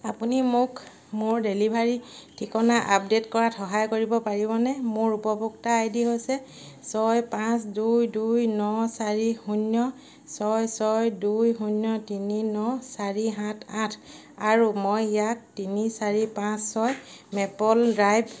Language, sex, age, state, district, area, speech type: Assamese, female, 30-45, Assam, Sivasagar, rural, read